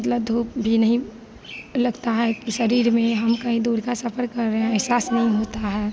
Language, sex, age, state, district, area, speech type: Hindi, female, 18-30, Bihar, Madhepura, rural, spontaneous